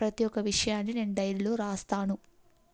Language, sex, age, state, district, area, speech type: Telugu, female, 18-30, Andhra Pradesh, Kadapa, rural, spontaneous